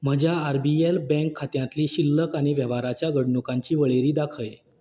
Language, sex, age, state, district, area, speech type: Goan Konkani, male, 30-45, Goa, Canacona, rural, read